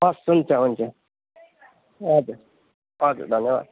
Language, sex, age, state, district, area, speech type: Nepali, male, 18-30, West Bengal, Jalpaiguri, rural, conversation